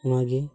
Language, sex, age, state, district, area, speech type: Santali, male, 18-30, West Bengal, Purulia, rural, spontaneous